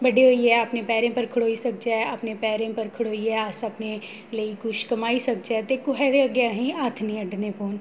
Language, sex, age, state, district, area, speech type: Dogri, female, 30-45, Jammu and Kashmir, Jammu, urban, spontaneous